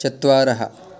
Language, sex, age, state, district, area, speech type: Sanskrit, male, 18-30, Karnataka, Dakshina Kannada, rural, read